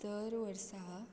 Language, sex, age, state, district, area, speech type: Goan Konkani, female, 18-30, Goa, Quepem, rural, spontaneous